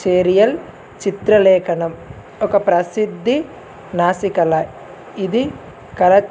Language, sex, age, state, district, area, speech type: Telugu, male, 18-30, Telangana, Adilabad, urban, spontaneous